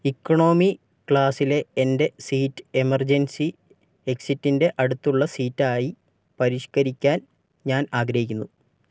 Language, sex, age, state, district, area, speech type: Malayalam, male, 18-30, Kerala, Wayanad, rural, read